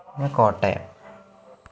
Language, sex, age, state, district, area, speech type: Malayalam, male, 18-30, Kerala, Kollam, rural, spontaneous